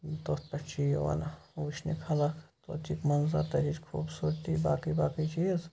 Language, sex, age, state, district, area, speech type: Kashmiri, male, 18-30, Jammu and Kashmir, Shopian, rural, spontaneous